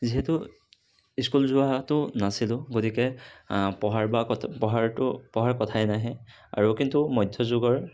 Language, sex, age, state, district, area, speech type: Assamese, male, 60+, Assam, Kamrup Metropolitan, urban, spontaneous